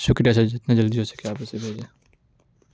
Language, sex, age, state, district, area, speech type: Urdu, male, 18-30, Uttar Pradesh, Ghaziabad, urban, spontaneous